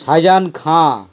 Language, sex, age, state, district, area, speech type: Bengali, male, 60+, West Bengal, Dakshin Dinajpur, urban, spontaneous